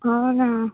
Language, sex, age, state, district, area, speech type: Telugu, female, 18-30, Telangana, Warangal, rural, conversation